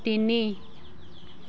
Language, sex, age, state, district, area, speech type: Assamese, female, 45-60, Assam, Dhemaji, urban, read